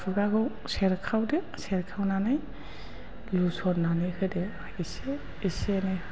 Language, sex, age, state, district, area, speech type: Bodo, female, 45-60, Assam, Chirang, urban, spontaneous